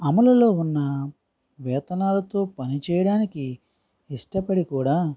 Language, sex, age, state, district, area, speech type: Telugu, male, 30-45, Andhra Pradesh, West Godavari, rural, spontaneous